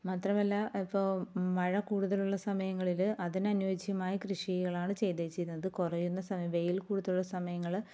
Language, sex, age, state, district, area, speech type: Malayalam, female, 30-45, Kerala, Ernakulam, rural, spontaneous